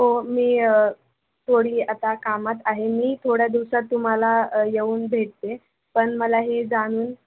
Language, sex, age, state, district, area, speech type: Marathi, female, 18-30, Maharashtra, Thane, urban, conversation